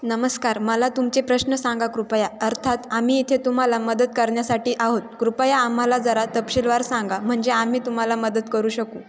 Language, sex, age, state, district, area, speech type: Marathi, female, 18-30, Maharashtra, Ahmednagar, urban, read